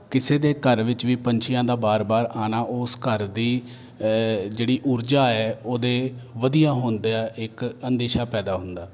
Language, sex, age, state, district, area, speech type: Punjabi, male, 30-45, Punjab, Jalandhar, urban, spontaneous